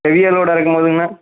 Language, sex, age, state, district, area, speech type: Tamil, male, 18-30, Tamil Nadu, Erode, rural, conversation